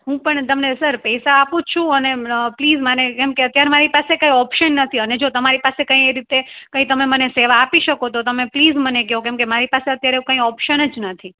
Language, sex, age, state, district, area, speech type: Gujarati, female, 30-45, Gujarat, Rajkot, rural, conversation